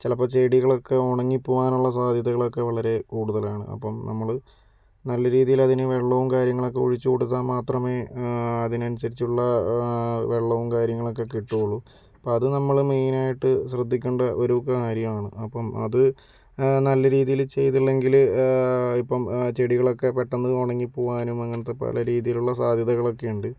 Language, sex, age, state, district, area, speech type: Malayalam, male, 18-30, Kerala, Kozhikode, urban, spontaneous